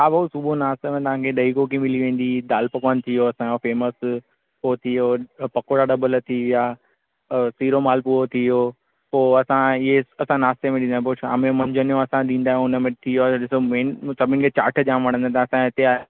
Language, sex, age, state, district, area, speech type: Sindhi, male, 18-30, Maharashtra, Thane, urban, conversation